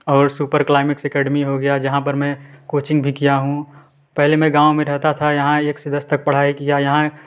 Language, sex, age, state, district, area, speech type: Hindi, male, 18-30, Uttar Pradesh, Prayagraj, urban, spontaneous